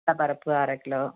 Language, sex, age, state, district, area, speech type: Tamil, female, 60+, Tamil Nadu, Cuddalore, rural, conversation